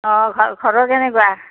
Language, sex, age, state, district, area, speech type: Assamese, female, 45-60, Assam, Nalbari, rural, conversation